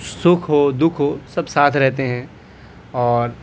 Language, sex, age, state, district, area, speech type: Urdu, male, 18-30, Delhi, South Delhi, urban, spontaneous